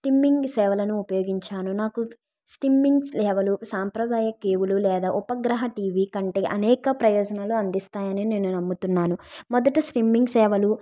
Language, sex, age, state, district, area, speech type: Telugu, female, 45-60, Andhra Pradesh, East Godavari, urban, spontaneous